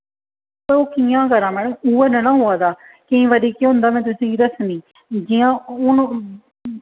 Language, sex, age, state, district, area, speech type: Dogri, female, 30-45, Jammu and Kashmir, Jammu, urban, conversation